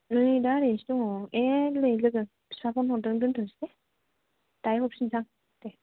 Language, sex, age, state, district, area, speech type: Bodo, female, 18-30, Assam, Kokrajhar, rural, conversation